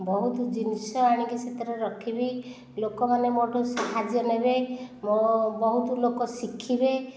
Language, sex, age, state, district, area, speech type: Odia, female, 45-60, Odisha, Khordha, rural, spontaneous